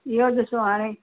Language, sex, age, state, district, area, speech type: Sindhi, female, 60+, Gujarat, Surat, urban, conversation